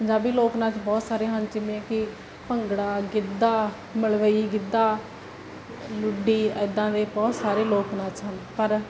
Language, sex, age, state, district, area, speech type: Punjabi, female, 18-30, Punjab, Barnala, rural, spontaneous